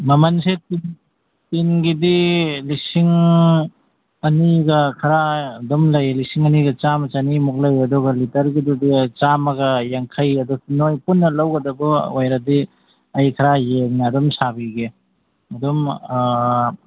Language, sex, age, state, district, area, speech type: Manipuri, male, 45-60, Manipur, Imphal East, rural, conversation